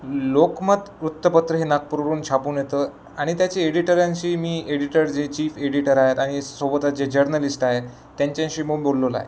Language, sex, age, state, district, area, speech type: Marathi, male, 18-30, Maharashtra, Amravati, urban, spontaneous